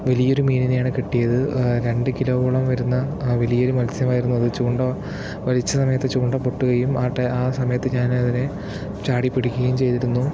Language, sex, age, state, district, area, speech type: Malayalam, male, 18-30, Kerala, Palakkad, rural, spontaneous